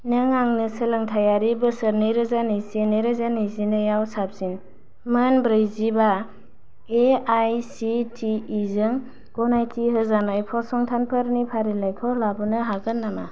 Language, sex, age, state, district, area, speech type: Bodo, female, 18-30, Assam, Kokrajhar, rural, read